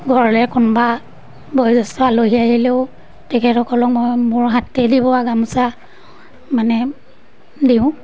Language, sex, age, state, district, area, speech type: Assamese, female, 30-45, Assam, Majuli, urban, spontaneous